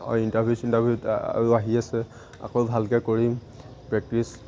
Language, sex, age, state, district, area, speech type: Assamese, male, 18-30, Assam, Lakhimpur, urban, spontaneous